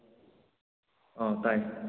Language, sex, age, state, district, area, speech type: Manipuri, male, 18-30, Manipur, Kakching, rural, conversation